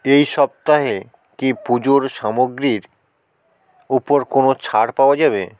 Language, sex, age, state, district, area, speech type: Bengali, male, 45-60, West Bengal, South 24 Parganas, rural, read